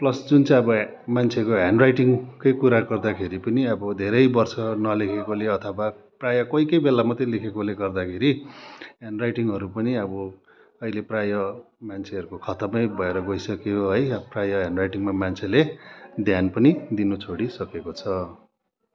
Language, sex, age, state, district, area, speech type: Nepali, male, 30-45, West Bengal, Kalimpong, rural, spontaneous